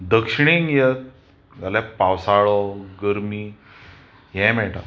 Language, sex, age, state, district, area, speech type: Goan Konkani, male, 45-60, Goa, Bardez, urban, spontaneous